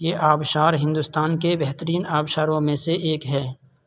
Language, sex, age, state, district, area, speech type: Urdu, male, 18-30, Uttar Pradesh, Saharanpur, urban, read